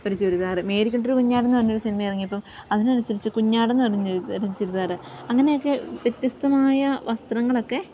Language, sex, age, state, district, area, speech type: Malayalam, female, 18-30, Kerala, Idukki, rural, spontaneous